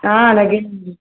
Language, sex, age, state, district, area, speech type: Telugu, female, 30-45, Andhra Pradesh, East Godavari, rural, conversation